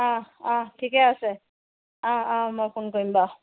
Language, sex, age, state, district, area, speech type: Assamese, female, 45-60, Assam, Dibrugarh, rural, conversation